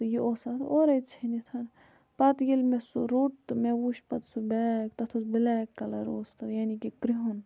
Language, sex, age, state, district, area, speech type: Kashmiri, female, 18-30, Jammu and Kashmir, Budgam, rural, spontaneous